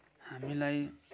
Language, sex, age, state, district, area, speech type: Nepali, male, 60+, West Bengal, Kalimpong, rural, spontaneous